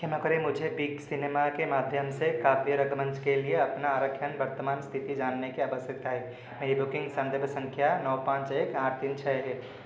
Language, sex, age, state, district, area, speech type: Hindi, male, 18-30, Madhya Pradesh, Seoni, urban, read